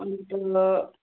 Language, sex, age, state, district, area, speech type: Nepali, female, 60+, West Bengal, Kalimpong, rural, conversation